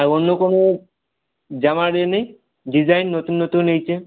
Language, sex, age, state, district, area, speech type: Bengali, male, 18-30, West Bengal, Howrah, urban, conversation